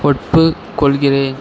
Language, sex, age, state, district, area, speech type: Tamil, male, 18-30, Tamil Nadu, Mayiladuthurai, urban, read